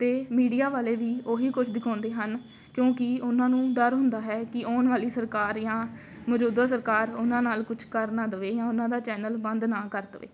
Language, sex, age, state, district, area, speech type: Punjabi, female, 18-30, Punjab, Amritsar, urban, spontaneous